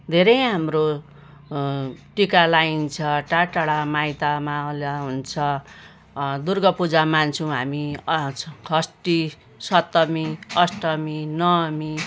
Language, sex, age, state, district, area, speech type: Nepali, female, 60+, West Bengal, Jalpaiguri, urban, spontaneous